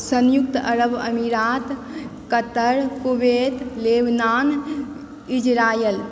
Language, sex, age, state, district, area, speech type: Maithili, female, 18-30, Bihar, Supaul, urban, spontaneous